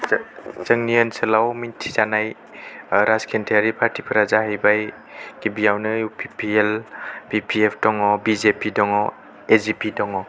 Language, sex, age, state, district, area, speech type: Bodo, male, 18-30, Assam, Kokrajhar, rural, spontaneous